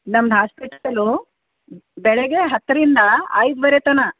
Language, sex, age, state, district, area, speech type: Kannada, female, 60+, Karnataka, Bidar, urban, conversation